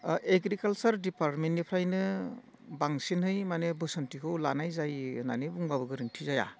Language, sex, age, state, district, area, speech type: Bodo, male, 45-60, Assam, Udalguri, rural, spontaneous